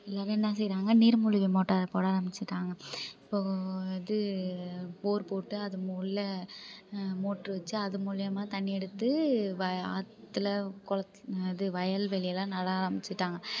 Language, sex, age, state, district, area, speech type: Tamil, female, 30-45, Tamil Nadu, Thanjavur, urban, spontaneous